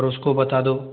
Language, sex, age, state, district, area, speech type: Hindi, male, 45-60, Rajasthan, Jodhpur, rural, conversation